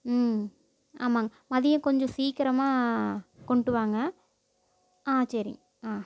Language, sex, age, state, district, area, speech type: Tamil, female, 18-30, Tamil Nadu, Namakkal, rural, spontaneous